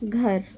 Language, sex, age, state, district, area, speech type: Marathi, female, 18-30, Maharashtra, Nagpur, urban, read